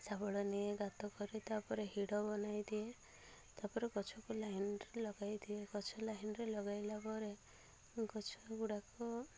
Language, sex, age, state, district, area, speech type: Odia, female, 30-45, Odisha, Rayagada, rural, spontaneous